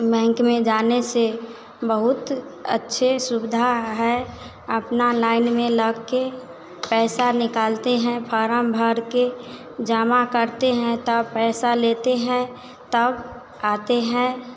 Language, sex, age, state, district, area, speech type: Hindi, female, 45-60, Bihar, Vaishali, urban, spontaneous